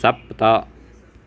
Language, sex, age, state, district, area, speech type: Sanskrit, male, 18-30, Karnataka, Uttara Kannada, rural, read